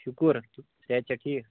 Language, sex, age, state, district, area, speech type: Kashmiri, male, 18-30, Jammu and Kashmir, Anantnag, rural, conversation